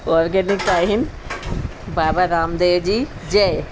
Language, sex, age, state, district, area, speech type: Sindhi, female, 45-60, Delhi, South Delhi, rural, spontaneous